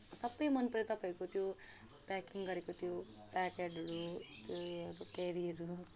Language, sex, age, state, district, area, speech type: Nepali, female, 18-30, West Bengal, Alipurduar, urban, spontaneous